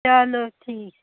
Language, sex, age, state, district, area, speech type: Hindi, female, 30-45, Uttar Pradesh, Prayagraj, urban, conversation